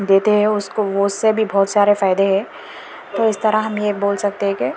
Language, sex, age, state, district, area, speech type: Urdu, female, 18-30, Telangana, Hyderabad, urban, spontaneous